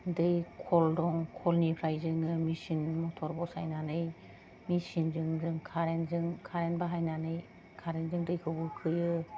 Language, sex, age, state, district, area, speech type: Bodo, female, 45-60, Assam, Kokrajhar, urban, spontaneous